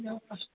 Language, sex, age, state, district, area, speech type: Kashmiri, female, 30-45, Jammu and Kashmir, Srinagar, urban, conversation